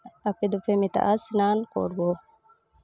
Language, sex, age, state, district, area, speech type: Santali, female, 30-45, West Bengal, Malda, rural, spontaneous